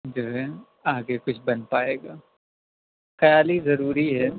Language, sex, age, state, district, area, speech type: Urdu, male, 18-30, Delhi, South Delhi, urban, conversation